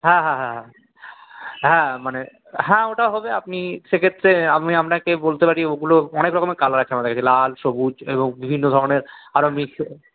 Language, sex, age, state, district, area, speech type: Bengali, male, 18-30, West Bengal, Purulia, urban, conversation